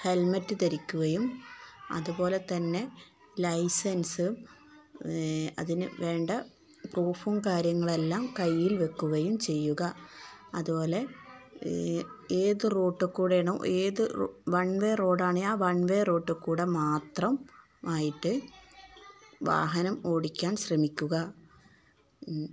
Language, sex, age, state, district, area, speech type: Malayalam, female, 45-60, Kerala, Palakkad, rural, spontaneous